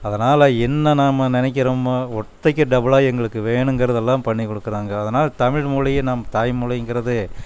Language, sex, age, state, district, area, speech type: Tamil, male, 60+, Tamil Nadu, Coimbatore, rural, spontaneous